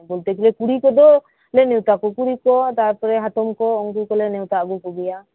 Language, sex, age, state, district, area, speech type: Santali, female, 30-45, West Bengal, Birbhum, rural, conversation